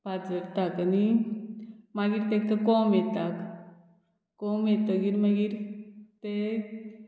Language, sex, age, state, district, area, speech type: Goan Konkani, female, 45-60, Goa, Murmgao, rural, spontaneous